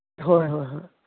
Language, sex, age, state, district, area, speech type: Manipuri, female, 60+, Manipur, Imphal East, rural, conversation